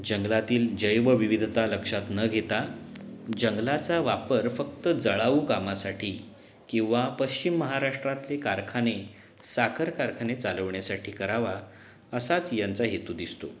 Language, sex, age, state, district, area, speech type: Marathi, male, 30-45, Maharashtra, Ratnagiri, urban, spontaneous